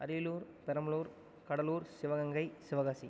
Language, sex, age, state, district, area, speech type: Tamil, male, 30-45, Tamil Nadu, Ariyalur, rural, spontaneous